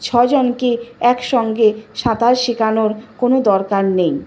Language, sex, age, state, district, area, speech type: Bengali, female, 30-45, West Bengal, Nadia, rural, spontaneous